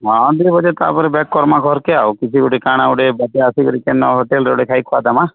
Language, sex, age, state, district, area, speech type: Odia, male, 30-45, Odisha, Nuapada, urban, conversation